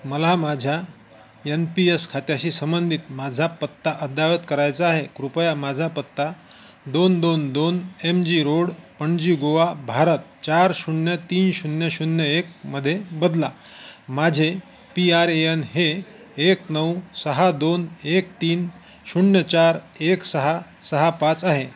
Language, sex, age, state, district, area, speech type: Marathi, male, 45-60, Maharashtra, Wardha, urban, read